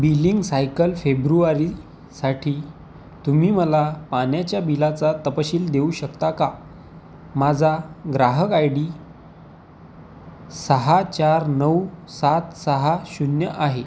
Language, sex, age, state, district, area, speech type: Marathi, male, 18-30, Maharashtra, Amravati, urban, read